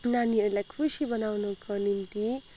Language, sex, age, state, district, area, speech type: Nepali, female, 45-60, West Bengal, Kalimpong, rural, spontaneous